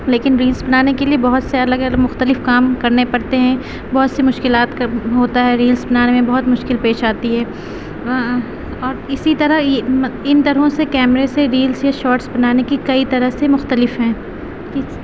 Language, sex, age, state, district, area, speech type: Urdu, female, 30-45, Uttar Pradesh, Aligarh, urban, spontaneous